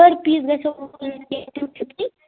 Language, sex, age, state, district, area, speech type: Kashmiri, female, 30-45, Jammu and Kashmir, Ganderbal, rural, conversation